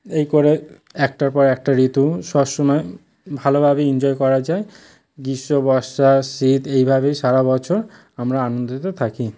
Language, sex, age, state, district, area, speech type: Bengali, male, 30-45, West Bengal, South 24 Parganas, rural, spontaneous